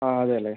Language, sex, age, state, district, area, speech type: Malayalam, male, 18-30, Kerala, Kasaragod, rural, conversation